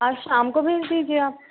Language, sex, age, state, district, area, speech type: Hindi, female, 30-45, Madhya Pradesh, Chhindwara, urban, conversation